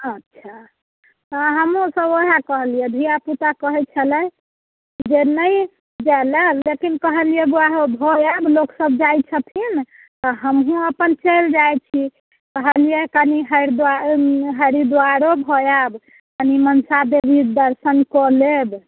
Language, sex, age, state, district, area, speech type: Maithili, female, 45-60, Bihar, Muzaffarpur, urban, conversation